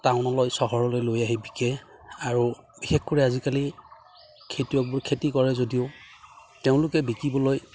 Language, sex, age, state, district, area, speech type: Assamese, male, 45-60, Assam, Udalguri, rural, spontaneous